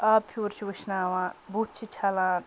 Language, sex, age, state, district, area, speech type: Kashmiri, female, 45-60, Jammu and Kashmir, Ganderbal, rural, spontaneous